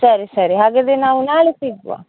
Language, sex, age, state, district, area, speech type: Kannada, female, 18-30, Karnataka, Dakshina Kannada, rural, conversation